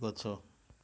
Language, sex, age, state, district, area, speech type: Odia, male, 60+, Odisha, Mayurbhanj, rural, read